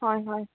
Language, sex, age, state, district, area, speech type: Manipuri, female, 18-30, Manipur, Senapati, rural, conversation